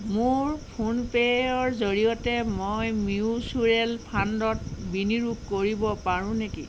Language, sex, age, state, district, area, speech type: Assamese, female, 45-60, Assam, Sivasagar, rural, read